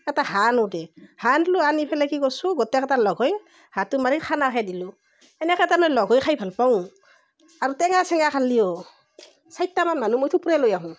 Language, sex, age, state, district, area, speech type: Assamese, female, 45-60, Assam, Barpeta, rural, spontaneous